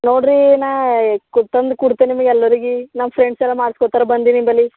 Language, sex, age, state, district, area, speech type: Kannada, female, 18-30, Karnataka, Bidar, urban, conversation